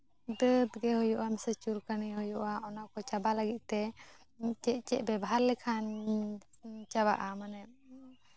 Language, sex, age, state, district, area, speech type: Santali, female, 18-30, West Bengal, Jhargram, rural, spontaneous